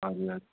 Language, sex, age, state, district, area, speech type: Nepali, male, 18-30, West Bengal, Darjeeling, rural, conversation